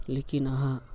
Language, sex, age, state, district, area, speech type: Maithili, male, 30-45, Bihar, Muzaffarpur, urban, spontaneous